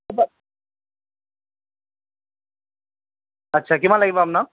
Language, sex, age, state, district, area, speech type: Assamese, male, 45-60, Assam, Morigaon, rural, conversation